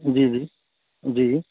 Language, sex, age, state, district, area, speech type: Urdu, male, 30-45, Bihar, Saharsa, rural, conversation